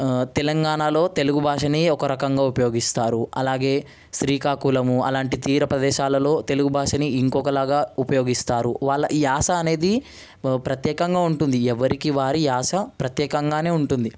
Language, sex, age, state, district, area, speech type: Telugu, male, 18-30, Telangana, Ranga Reddy, urban, spontaneous